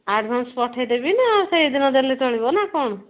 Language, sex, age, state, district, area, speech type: Odia, female, 30-45, Odisha, Kendujhar, urban, conversation